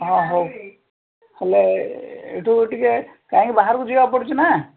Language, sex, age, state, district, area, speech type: Odia, male, 45-60, Odisha, Gajapati, rural, conversation